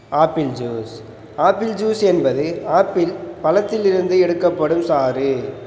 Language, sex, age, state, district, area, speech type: Tamil, male, 18-30, Tamil Nadu, Perambalur, rural, read